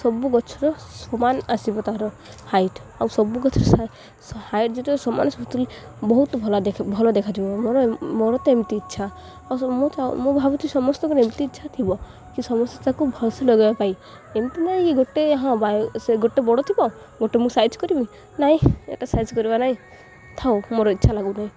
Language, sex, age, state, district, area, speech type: Odia, female, 18-30, Odisha, Malkangiri, urban, spontaneous